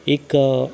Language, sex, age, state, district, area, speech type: Goan Konkani, male, 30-45, Goa, Salcete, rural, spontaneous